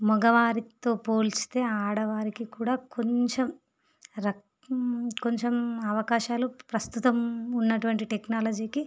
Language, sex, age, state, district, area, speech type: Telugu, female, 45-60, Andhra Pradesh, Visakhapatnam, urban, spontaneous